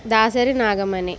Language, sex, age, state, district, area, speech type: Telugu, female, 30-45, Andhra Pradesh, East Godavari, rural, spontaneous